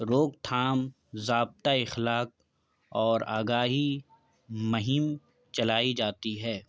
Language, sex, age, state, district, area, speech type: Urdu, male, 18-30, Bihar, Gaya, urban, spontaneous